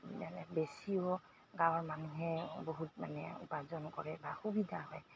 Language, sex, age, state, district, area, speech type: Assamese, female, 45-60, Assam, Goalpara, urban, spontaneous